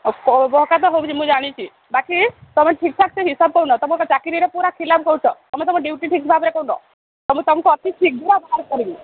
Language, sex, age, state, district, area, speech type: Odia, female, 30-45, Odisha, Sambalpur, rural, conversation